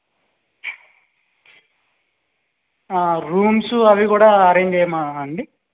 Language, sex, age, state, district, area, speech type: Telugu, male, 30-45, Andhra Pradesh, Chittoor, urban, conversation